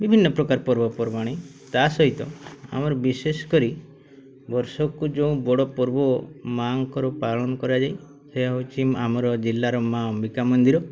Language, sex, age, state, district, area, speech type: Odia, male, 45-60, Odisha, Mayurbhanj, rural, spontaneous